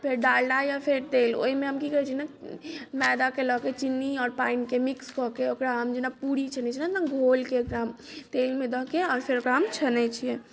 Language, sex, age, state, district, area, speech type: Maithili, female, 30-45, Bihar, Madhubani, rural, spontaneous